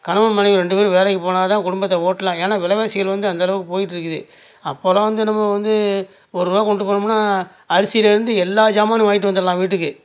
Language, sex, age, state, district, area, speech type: Tamil, male, 60+, Tamil Nadu, Nagapattinam, rural, spontaneous